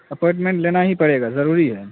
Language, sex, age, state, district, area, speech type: Urdu, male, 18-30, Bihar, Saharsa, rural, conversation